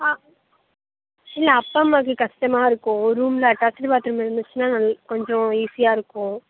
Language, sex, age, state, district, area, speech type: Tamil, male, 45-60, Tamil Nadu, Nagapattinam, rural, conversation